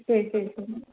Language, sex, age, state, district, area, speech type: Tamil, female, 30-45, Tamil Nadu, Tiruppur, urban, conversation